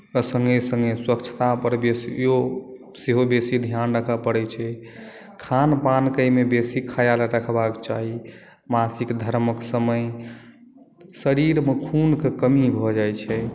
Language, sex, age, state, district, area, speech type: Maithili, male, 18-30, Bihar, Madhubani, rural, spontaneous